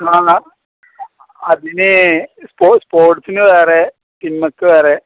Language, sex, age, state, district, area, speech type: Malayalam, male, 18-30, Kerala, Malappuram, urban, conversation